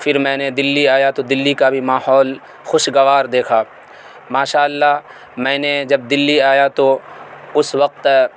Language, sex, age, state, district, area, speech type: Urdu, male, 18-30, Delhi, South Delhi, urban, spontaneous